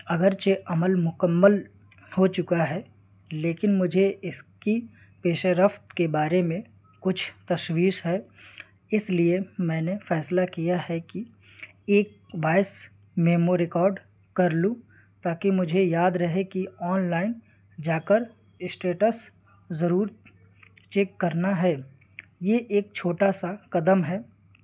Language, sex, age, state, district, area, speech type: Urdu, male, 18-30, Delhi, New Delhi, rural, spontaneous